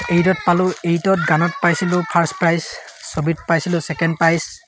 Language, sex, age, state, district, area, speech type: Assamese, male, 18-30, Assam, Sivasagar, rural, spontaneous